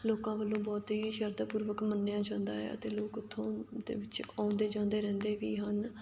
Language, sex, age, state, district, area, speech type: Punjabi, female, 18-30, Punjab, Fatehgarh Sahib, rural, spontaneous